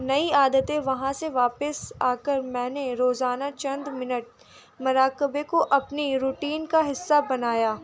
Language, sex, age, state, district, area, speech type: Urdu, female, 18-30, Delhi, North East Delhi, urban, spontaneous